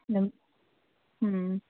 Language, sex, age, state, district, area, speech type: Manipuri, female, 45-60, Manipur, Churachandpur, urban, conversation